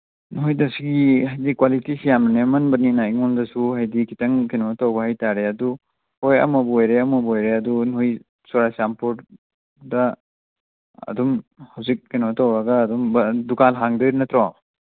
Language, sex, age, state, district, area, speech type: Manipuri, male, 30-45, Manipur, Churachandpur, rural, conversation